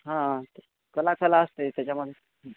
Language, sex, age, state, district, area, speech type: Marathi, male, 18-30, Maharashtra, Washim, rural, conversation